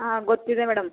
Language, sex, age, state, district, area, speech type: Kannada, female, 30-45, Karnataka, Chamarajanagar, rural, conversation